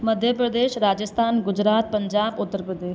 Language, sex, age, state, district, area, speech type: Sindhi, female, 30-45, Madhya Pradesh, Katni, rural, spontaneous